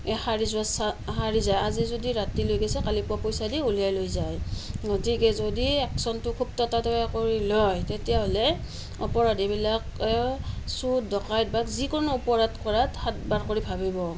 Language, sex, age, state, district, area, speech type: Assamese, female, 30-45, Assam, Nalbari, rural, spontaneous